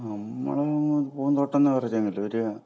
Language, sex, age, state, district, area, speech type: Malayalam, male, 60+, Kerala, Kasaragod, rural, spontaneous